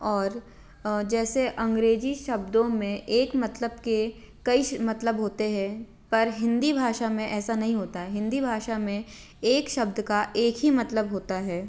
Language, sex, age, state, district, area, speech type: Hindi, female, 18-30, Madhya Pradesh, Betul, rural, spontaneous